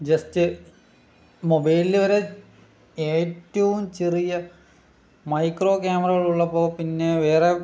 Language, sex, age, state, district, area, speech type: Malayalam, male, 30-45, Kerala, Palakkad, urban, spontaneous